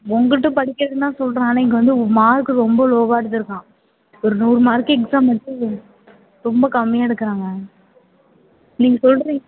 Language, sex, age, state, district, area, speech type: Tamil, female, 18-30, Tamil Nadu, Mayiladuthurai, rural, conversation